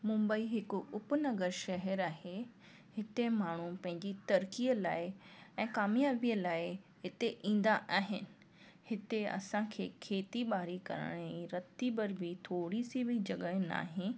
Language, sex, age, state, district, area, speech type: Sindhi, female, 30-45, Maharashtra, Mumbai Suburban, urban, spontaneous